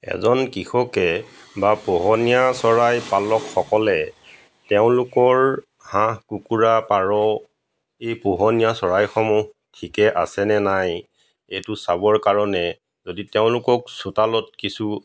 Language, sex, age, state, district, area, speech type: Assamese, male, 45-60, Assam, Golaghat, rural, spontaneous